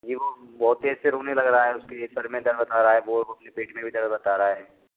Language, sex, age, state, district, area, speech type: Hindi, male, 18-30, Rajasthan, Karauli, rural, conversation